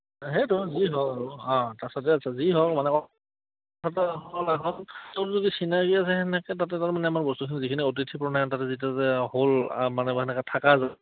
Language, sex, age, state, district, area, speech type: Assamese, female, 30-45, Assam, Goalpara, rural, conversation